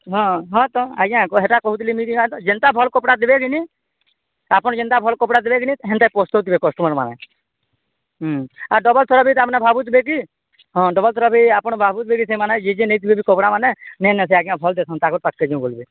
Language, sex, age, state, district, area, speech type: Odia, male, 45-60, Odisha, Nuapada, urban, conversation